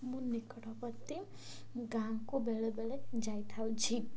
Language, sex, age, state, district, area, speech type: Odia, female, 18-30, Odisha, Ganjam, urban, spontaneous